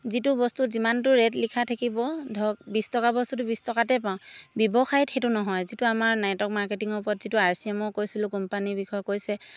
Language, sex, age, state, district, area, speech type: Assamese, female, 30-45, Assam, Charaideo, rural, spontaneous